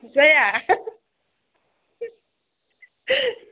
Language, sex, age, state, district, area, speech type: Bodo, female, 18-30, Assam, Udalguri, urban, conversation